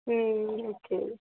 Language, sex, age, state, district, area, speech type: Tamil, female, 18-30, Tamil Nadu, Mayiladuthurai, urban, conversation